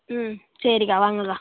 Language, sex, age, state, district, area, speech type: Tamil, male, 18-30, Tamil Nadu, Nagapattinam, rural, conversation